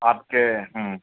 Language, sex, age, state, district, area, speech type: Urdu, male, 30-45, Delhi, South Delhi, rural, conversation